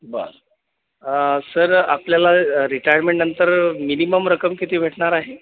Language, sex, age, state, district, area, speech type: Marathi, male, 30-45, Maharashtra, Buldhana, urban, conversation